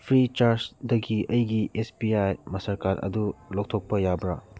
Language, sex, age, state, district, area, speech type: Manipuri, male, 30-45, Manipur, Churachandpur, rural, read